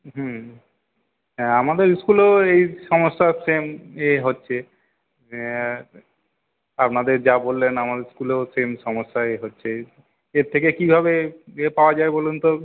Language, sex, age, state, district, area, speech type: Bengali, male, 45-60, West Bengal, South 24 Parganas, urban, conversation